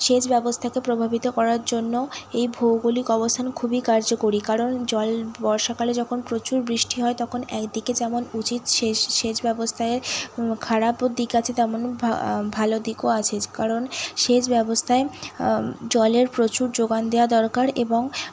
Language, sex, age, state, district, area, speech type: Bengali, female, 18-30, West Bengal, Howrah, urban, spontaneous